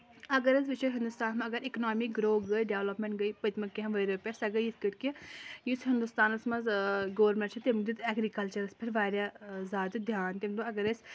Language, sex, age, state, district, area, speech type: Kashmiri, female, 30-45, Jammu and Kashmir, Anantnag, rural, spontaneous